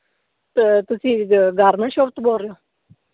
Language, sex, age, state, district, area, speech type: Punjabi, female, 18-30, Punjab, Fazilka, rural, conversation